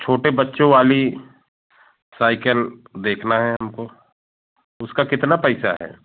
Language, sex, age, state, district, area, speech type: Hindi, male, 45-60, Uttar Pradesh, Jaunpur, urban, conversation